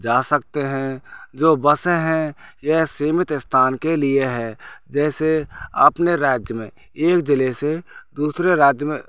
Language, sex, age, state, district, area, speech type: Hindi, male, 30-45, Rajasthan, Bharatpur, rural, spontaneous